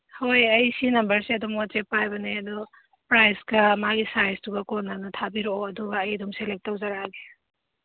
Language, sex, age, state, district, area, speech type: Manipuri, female, 45-60, Manipur, Churachandpur, urban, conversation